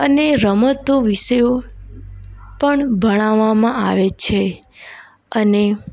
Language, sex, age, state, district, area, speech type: Gujarati, female, 18-30, Gujarat, Valsad, rural, spontaneous